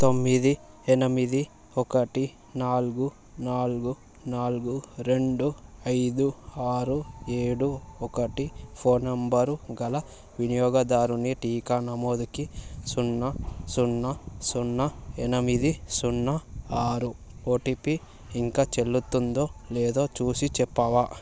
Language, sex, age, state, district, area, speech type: Telugu, male, 18-30, Telangana, Vikarabad, urban, read